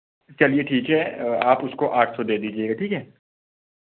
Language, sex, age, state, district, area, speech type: Hindi, male, 18-30, Uttar Pradesh, Pratapgarh, urban, conversation